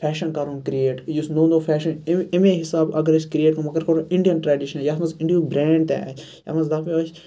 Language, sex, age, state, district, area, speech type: Kashmiri, male, 18-30, Jammu and Kashmir, Ganderbal, rural, spontaneous